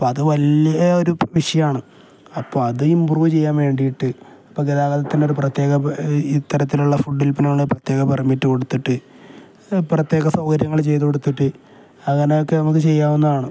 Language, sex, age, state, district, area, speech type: Malayalam, male, 18-30, Kerala, Kozhikode, rural, spontaneous